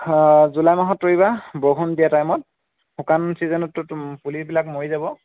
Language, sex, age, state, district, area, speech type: Assamese, male, 18-30, Assam, Tinsukia, urban, conversation